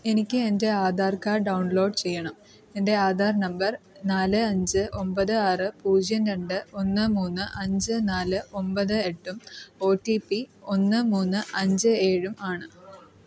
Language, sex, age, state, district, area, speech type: Malayalam, female, 18-30, Kerala, Kottayam, rural, read